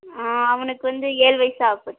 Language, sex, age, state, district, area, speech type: Tamil, female, 30-45, Tamil Nadu, Nagapattinam, rural, conversation